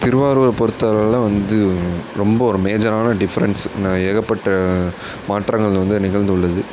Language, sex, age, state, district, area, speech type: Tamil, male, 30-45, Tamil Nadu, Tiruvarur, rural, spontaneous